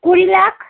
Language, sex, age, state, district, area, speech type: Bengali, female, 60+, West Bengal, Kolkata, urban, conversation